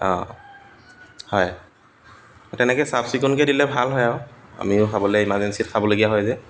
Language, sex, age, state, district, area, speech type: Assamese, male, 30-45, Assam, Dibrugarh, rural, spontaneous